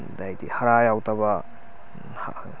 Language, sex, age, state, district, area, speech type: Manipuri, male, 18-30, Manipur, Kakching, rural, spontaneous